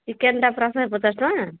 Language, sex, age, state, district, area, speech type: Odia, female, 45-60, Odisha, Angul, rural, conversation